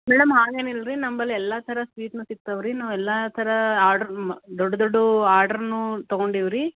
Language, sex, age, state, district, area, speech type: Kannada, female, 30-45, Karnataka, Gulbarga, urban, conversation